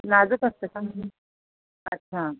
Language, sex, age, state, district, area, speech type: Marathi, female, 45-60, Maharashtra, Nanded, urban, conversation